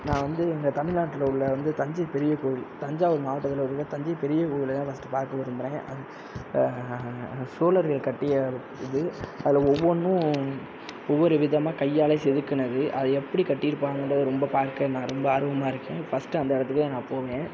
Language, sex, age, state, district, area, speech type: Tamil, male, 30-45, Tamil Nadu, Sivaganga, rural, spontaneous